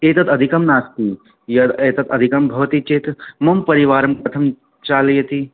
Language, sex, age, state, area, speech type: Sanskrit, male, 18-30, Haryana, rural, conversation